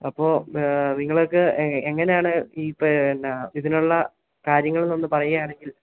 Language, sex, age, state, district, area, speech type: Malayalam, male, 18-30, Kerala, Idukki, rural, conversation